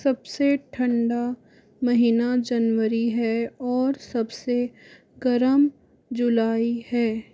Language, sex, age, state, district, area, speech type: Hindi, male, 60+, Rajasthan, Jaipur, urban, read